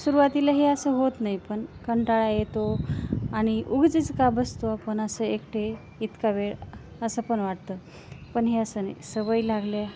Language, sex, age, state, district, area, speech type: Marathi, female, 30-45, Maharashtra, Osmanabad, rural, spontaneous